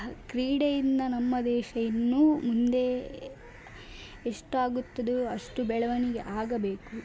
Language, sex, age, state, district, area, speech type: Kannada, female, 18-30, Karnataka, Dakshina Kannada, rural, spontaneous